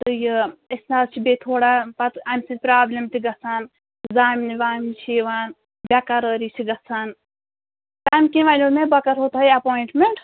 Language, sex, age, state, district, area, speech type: Kashmiri, female, 30-45, Jammu and Kashmir, Pulwama, urban, conversation